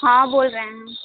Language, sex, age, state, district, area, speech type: Hindi, female, 30-45, Uttar Pradesh, Mirzapur, rural, conversation